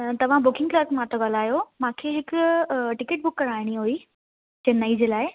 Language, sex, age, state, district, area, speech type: Sindhi, female, 18-30, Delhi, South Delhi, urban, conversation